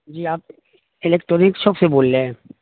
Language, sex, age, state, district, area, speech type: Urdu, male, 45-60, Bihar, Supaul, rural, conversation